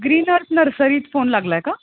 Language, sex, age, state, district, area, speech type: Marathi, female, 30-45, Maharashtra, Kolhapur, urban, conversation